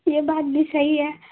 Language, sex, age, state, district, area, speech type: Hindi, female, 18-30, Uttar Pradesh, Jaunpur, urban, conversation